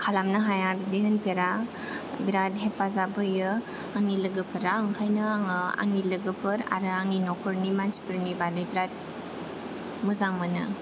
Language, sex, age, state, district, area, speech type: Bodo, female, 18-30, Assam, Kokrajhar, rural, spontaneous